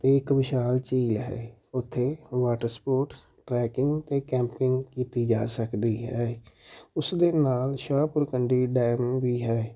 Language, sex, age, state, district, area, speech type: Punjabi, male, 45-60, Punjab, Tarn Taran, urban, spontaneous